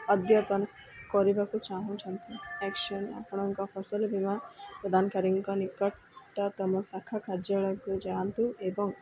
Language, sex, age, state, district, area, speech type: Odia, female, 18-30, Odisha, Sundergarh, urban, spontaneous